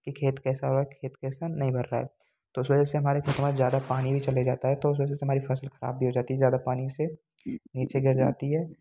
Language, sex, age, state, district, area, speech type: Hindi, male, 18-30, Rajasthan, Bharatpur, rural, spontaneous